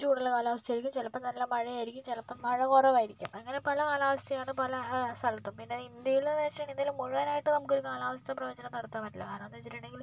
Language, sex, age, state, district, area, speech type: Malayalam, male, 30-45, Kerala, Kozhikode, urban, spontaneous